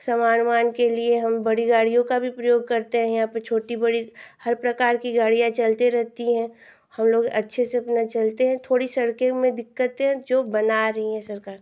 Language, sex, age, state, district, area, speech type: Hindi, female, 18-30, Uttar Pradesh, Ghazipur, rural, spontaneous